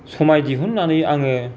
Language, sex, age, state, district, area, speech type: Bodo, male, 45-60, Assam, Kokrajhar, rural, spontaneous